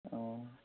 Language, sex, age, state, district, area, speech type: Assamese, male, 30-45, Assam, Majuli, urban, conversation